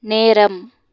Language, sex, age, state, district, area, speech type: Tamil, female, 18-30, Tamil Nadu, Madurai, urban, read